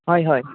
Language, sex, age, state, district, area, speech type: Assamese, male, 30-45, Assam, Biswanath, rural, conversation